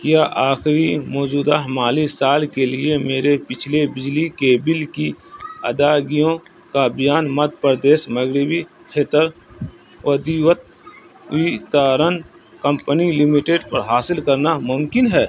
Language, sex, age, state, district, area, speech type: Urdu, male, 30-45, Bihar, Saharsa, rural, read